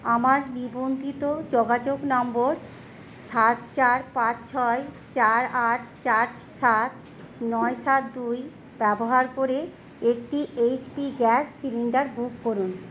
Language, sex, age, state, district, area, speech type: Bengali, female, 30-45, West Bengal, Paschim Bardhaman, urban, read